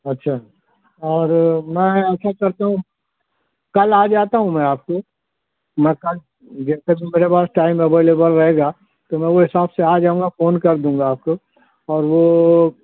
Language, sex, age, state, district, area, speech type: Urdu, male, 60+, Maharashtra, Nashik, urban, conversation